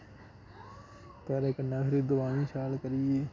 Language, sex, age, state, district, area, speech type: Dogri, male, 18-30, Jammu and Kashmir, Kathua, rural, spontaneous